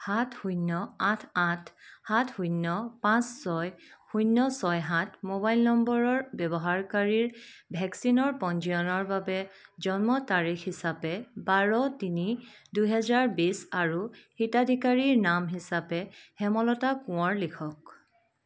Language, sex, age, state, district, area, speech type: Assamese, female, 30-45, Assam, Dibrugarh, urban, read